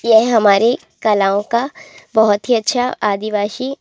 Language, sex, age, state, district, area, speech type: Hindi, female, 18-30, Madhya Pradesh, Jabalpur, urban, spontaneous